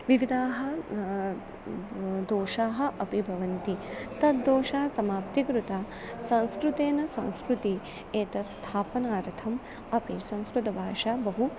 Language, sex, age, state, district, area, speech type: Sanskrit, female, 30-45, Maharashtra, Nagpur, urban, spontaneous